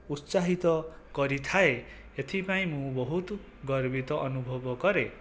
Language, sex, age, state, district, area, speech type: Odia, male, 18-30, Odisha, Jajpur, rural, spontaneous